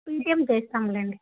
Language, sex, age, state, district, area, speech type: Telugu, female, 18-30, Andhra Pradesh, Sri Balaji, urban, conversation